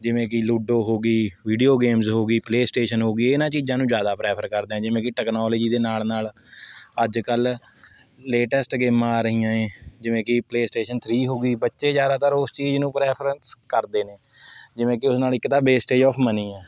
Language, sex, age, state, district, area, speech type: Punjabi, male, 18-30, Punjab, Mohali, rural, spontaneous